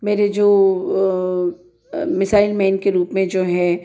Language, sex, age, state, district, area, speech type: Hindi, female, 45-60, Madhya Pradesh, Ujjain, urban, spontaneous